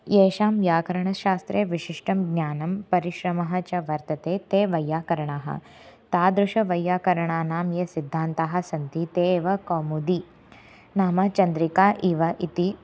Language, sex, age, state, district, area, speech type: Sanskrit, female, 18-30, Maharashtra, Thane, urban, spontaneous